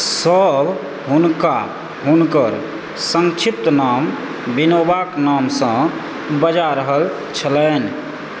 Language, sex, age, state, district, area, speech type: Maithili, male, 30-45, Bihar, Supaul, rural, read